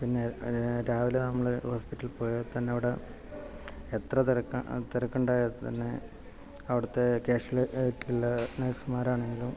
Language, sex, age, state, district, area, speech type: Malayalam, male, 45-60, Kerala, Kasaragod, rural, spontaneous